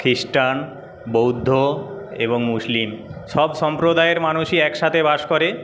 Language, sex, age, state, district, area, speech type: Bengali, male, 30-45, West Bengal, Paschim Medinipur, rural, spontaneous